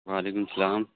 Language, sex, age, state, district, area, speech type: Urdu, male, 30-45, Bihar, Supaul, rural, conversation